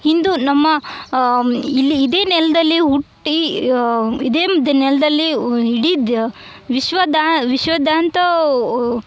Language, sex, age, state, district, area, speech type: Kannada, female, 18-30, Karnataka, Yadgir, urban, spontaneous